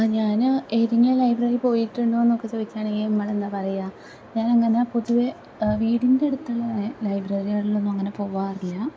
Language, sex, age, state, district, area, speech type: Malayalam, female, 18-30, Kerala, Thrissur, urban, spontaneous